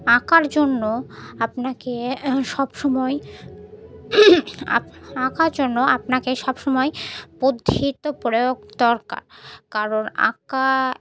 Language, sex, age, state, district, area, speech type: Bengali, female, 30-45, West Bengal, Murshidabad, urban, spontaneous